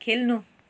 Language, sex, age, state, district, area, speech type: Nepali, female, 45-60, West Bengal, Jalpaiguri, rural, read